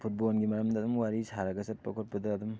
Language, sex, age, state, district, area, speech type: Manipuri, male, 18-30, Manipur, Thoubal, rural, spontaneous